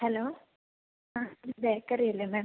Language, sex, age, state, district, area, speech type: Malayalam, female, 18-30, Kerala, Kasaragod, rural, conversation